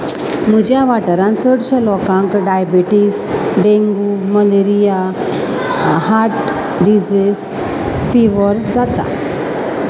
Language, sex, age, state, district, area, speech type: Goan Konkani, female, 45-60, Goa, Salcete, urban, spontaneous